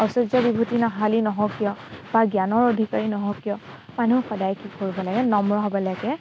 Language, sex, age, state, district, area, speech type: Assamese, female, 30-45, Assam, Dibrugarh, rural, spontaneous